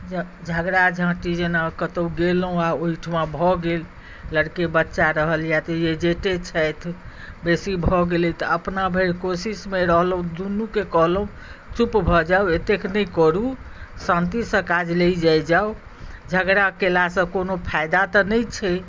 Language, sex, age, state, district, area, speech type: Maithili, female, 60+, Bihar, Madhubani, rural, spontaneous